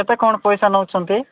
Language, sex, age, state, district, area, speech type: Odia, male, 18-30, Odisha, Nabarangpur, urban, conversation